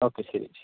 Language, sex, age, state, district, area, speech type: Malayalam, male, 45-60, Kerala, Palakkad, rural, conversation